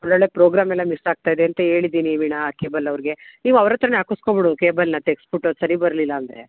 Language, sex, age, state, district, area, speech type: Kannada, female, 30-45, Karnataka, Mandya, rural, conversation